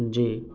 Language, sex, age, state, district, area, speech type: Urdu, male, 30-45, Delhi, South Delhi, urban, spontaneous